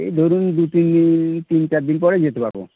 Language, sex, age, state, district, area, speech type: Bengali, male, 30-45, West Bengal, Birbhum, urban, conversation